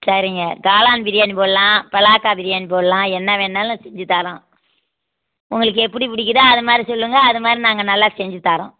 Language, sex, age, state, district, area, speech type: Tamil, female, 60+, Tamil Nadu, Tiruppur, rural, conversation